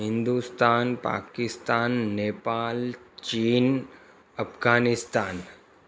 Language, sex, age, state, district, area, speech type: Sindhi, male, 30-45, Gujarat, Surat, urban, spontaneous